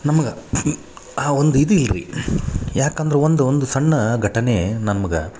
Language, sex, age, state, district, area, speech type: Kannada, male, 30-45, Karnataka, Dharwad, rural, spontaneous